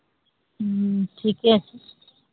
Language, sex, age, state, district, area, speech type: Maithili, female, 30-45, Bihar, Araria, urban, conversation